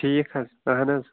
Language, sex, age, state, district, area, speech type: Kashmiri, male, 30-45, Jammu and Kashmir, Shopian, urban, conversation